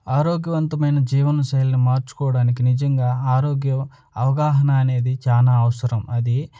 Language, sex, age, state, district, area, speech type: Telugu, male, 30-45, Andhra Pradesh, Nellore, rural, spontaneous